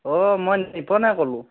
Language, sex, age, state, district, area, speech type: Assamese, male, 30-45, Assam, Dhemaji, urban, conversation